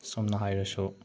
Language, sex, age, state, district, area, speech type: Manipuri, male, 30-45, Manipur, Chandel, rural, spontaneous